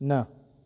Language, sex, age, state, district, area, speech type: Sindhi, male, 30-45, Delhi, South Delhi, urban, read